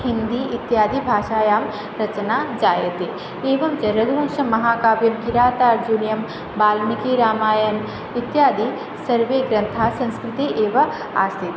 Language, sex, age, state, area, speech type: Sanskrit, female, 18-30, Tripura, rural, spontaneous